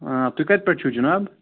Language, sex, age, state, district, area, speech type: Kashmiri, male, 30-45, Jammu and Kashmir, Srinagar, urban, conversation